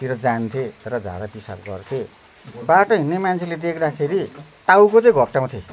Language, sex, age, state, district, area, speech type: Nepali, male, 60+, West Bengal, Darjeeling, rural, spontaneous